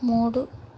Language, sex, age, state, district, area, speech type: Telugu, female, 18-30, Andhra Pradesh, Palnadu, urban, read